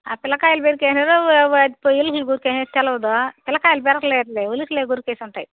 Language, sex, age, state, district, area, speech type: Telugu, female, 60+, Andhra Pradesh, Nellore, rural, conversation